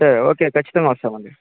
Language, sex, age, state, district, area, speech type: Telugu, male, 18-30, Andhra Pradesh, Sri Balaji, urban, conversation